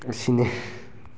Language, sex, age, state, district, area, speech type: Manipuri, male, 18-30, Manipur, Kakching, rural, spontaneous